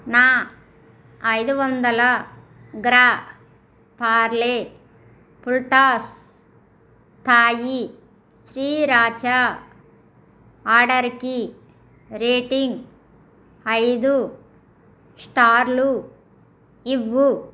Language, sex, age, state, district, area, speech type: Telugu, female, 60+, Andhra Pradesh, East Godavari, rural, read